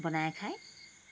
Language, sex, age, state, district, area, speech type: Assamese, female, 60+, Assam, Tinsukia, rural, spontaneous